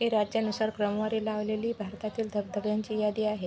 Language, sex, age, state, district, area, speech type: Marathi, female, 45-60, Maharashtra, Washim, rural, read